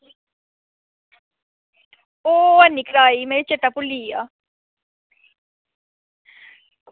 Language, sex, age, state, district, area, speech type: Dogri, female, 18-30, Jammu and Kashmir, Samba, rural, conversation